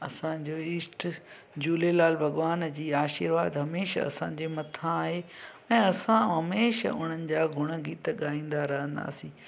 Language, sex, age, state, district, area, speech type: Sindhi, female, 45-60, Gujarat, Junagadh, rural, spontaneous